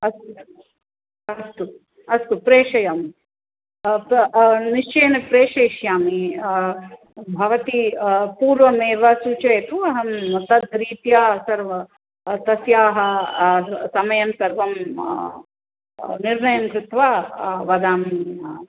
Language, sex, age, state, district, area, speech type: Sanskrit, female, 45-60, Tamil Nadu, Thanjavur, urban, conversation